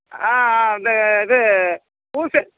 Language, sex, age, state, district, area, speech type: Tamil, male, 45-60, Tamil Nadu, Dharmapuri, rural, conversation